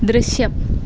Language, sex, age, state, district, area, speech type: Malayalam, female, 18-30, Kerala, Kasaragod, rural, read